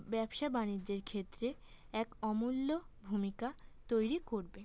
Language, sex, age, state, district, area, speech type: Bengali, female, 18-30, West Bengal, North 24 Parganas, urban, spontaneous